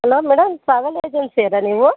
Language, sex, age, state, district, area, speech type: Kannada, female, 30-45, Karnataka, Mandya, urban, conversation